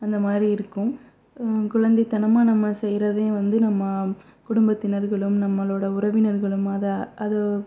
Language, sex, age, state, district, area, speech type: Tamil, female, 30-45, Tamil Nadu, Pudukkottai, rural, spontaneous